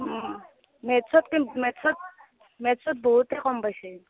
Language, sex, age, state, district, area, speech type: Assamese, female, 18-30, Assam, Barpeta, rural, conversation